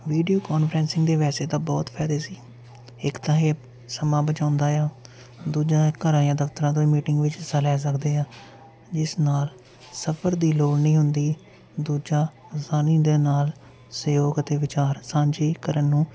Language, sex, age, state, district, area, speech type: Punjabi, male, 30-45, Punjab, Jalandhar, urban, spontaneous